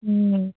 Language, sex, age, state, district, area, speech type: Bengali, female, 18-30, West Bengal, Darjeeling, urban, conversation